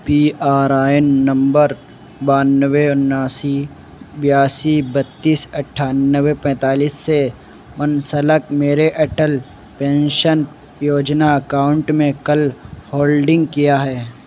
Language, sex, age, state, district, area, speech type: Urdu, male, 60+, Uttar Pradesh, Shahjahanpur, rural, read